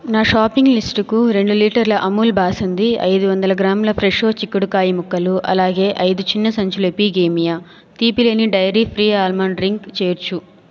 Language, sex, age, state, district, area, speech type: Telugu, female, 30-45, Andhra Pradesh, Chittoor, urban, read